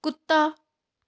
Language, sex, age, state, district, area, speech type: Punjabi, female, 18-30, Punjab, Shaheed Bhagat Singh Nagar, rural, read